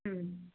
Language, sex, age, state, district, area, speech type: Marathi, other, 30-45, Maharashtra, Akola, urban, conversation